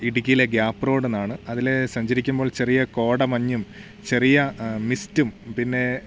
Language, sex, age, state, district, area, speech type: Malayalam, male, 18-30, Kerala, Idukki, rural, spontaneous